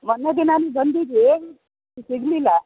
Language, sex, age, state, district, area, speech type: Kannada, female, 60+, Karnataka, Mysore, rural, conversation